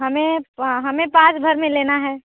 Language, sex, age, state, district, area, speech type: Hindi, female, 45-60, Uttar Pradesh, Bhadohi, urban, conversation